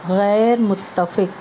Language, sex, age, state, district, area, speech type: Urdu, female, 30-45, Maharashtra, Nashik, urban, read